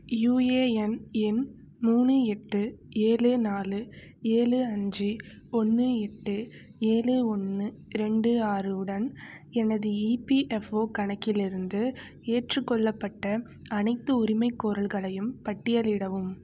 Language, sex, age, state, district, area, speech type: Tamil, female, 18-30, Tamil Nadu, Nagapattinam, rural, read